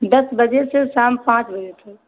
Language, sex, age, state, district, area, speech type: Hindi, female, 30-45, Uttar Pradesh, Ayodhya, rural, conversation